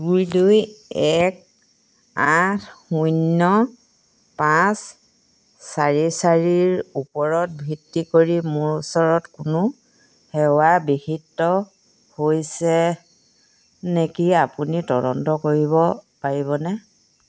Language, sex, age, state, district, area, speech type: Assamese, female, 60+, Assam, Dhemaji, rural, read